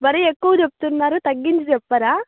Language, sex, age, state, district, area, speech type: Telugu, female, 18-30, Andhra Pradesh, Chittoor, urban, conversation